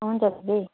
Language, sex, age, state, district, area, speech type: Nepali, female, 45-60, West Bengal, Darjeeling, rural, conversation